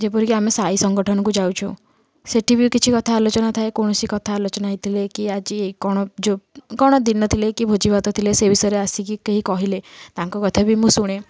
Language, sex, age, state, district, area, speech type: Odia, female, 18-30, Odisha, Kendujhar, urban, spontaneous